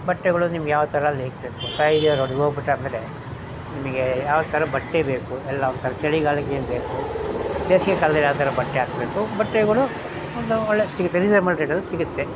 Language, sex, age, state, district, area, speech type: Kannada, male, 60+, Karnataka, Mysore, rural, spontaneous